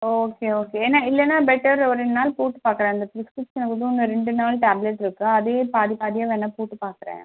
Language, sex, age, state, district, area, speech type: Tamil, female, 30-45, Tamil Nadu, Kanchipuram, urban, conversation